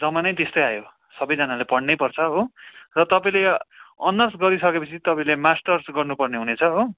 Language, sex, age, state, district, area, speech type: Nepali, male, 18-30, West Bengal, Kalimpong, rural, conversation